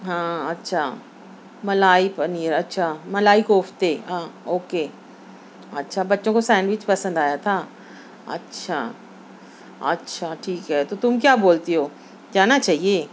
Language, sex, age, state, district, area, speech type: Urdu, female, 30-45, Maharashtra, Nashik, urban, spontaneous